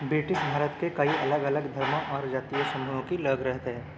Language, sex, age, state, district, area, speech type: Hindi, male, 18-30, Madhya Pradesh, Seoni, urban, read